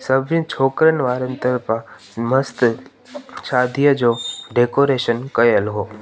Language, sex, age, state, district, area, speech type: Sindhi, male, 18-30, Gujarat, Junagadh, rural, spontaneous